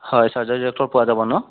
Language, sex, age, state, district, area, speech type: Assamese, male, 30-45, Assam, Sonitpur, urban, conversation